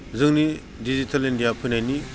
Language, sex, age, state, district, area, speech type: Bodo, male, 30-45, Assam, Udalguri, urban, spontaneous